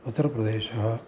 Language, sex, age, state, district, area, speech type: Sanskrit, male, 60+, Karnataka, Uttara Kannada, rural, spontaneous